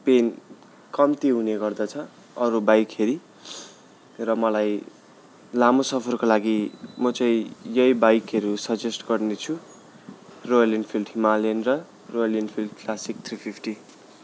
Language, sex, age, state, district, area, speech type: Nepali, male, 18-30, West Bengal, Darjeeling, rural, spontaneous